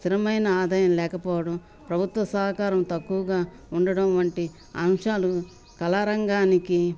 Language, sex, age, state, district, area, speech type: Telugu, female, 60+, Telangana, Ranga Reddy, rural, spontaneous